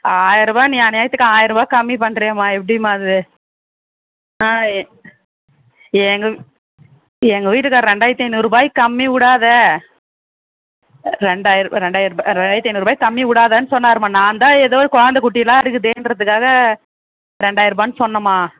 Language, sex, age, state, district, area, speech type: Tamil, female, 18-30, Tamil Nadu, Vellore, urban, conversation